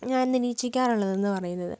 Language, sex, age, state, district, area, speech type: Malayalam, female, 18-30, Kerala, Wayanad, rural, spontaneous